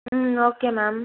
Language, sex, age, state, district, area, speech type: Tamil, female, 30-45, Tamil Nadu, Viluppuram, rural, conversation